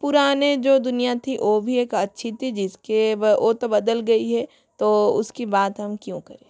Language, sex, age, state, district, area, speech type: Hindi, female, 30-45, Rajasthan, Jodhpur, rural, spontaneous